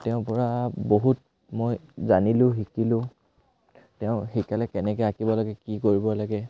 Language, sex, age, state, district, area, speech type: Assamese, male, 18-30, Assam, Sivasagar, rural, spontaneous